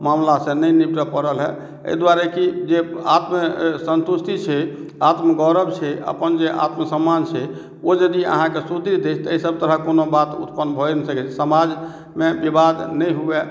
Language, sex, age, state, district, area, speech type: Maithili, male, 45-60, Bihar, Madhubani, urban, spontaneous